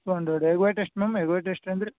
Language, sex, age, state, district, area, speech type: Kannada, male, 18-30, Karnataka, Chikkamagaluru, rural, conversation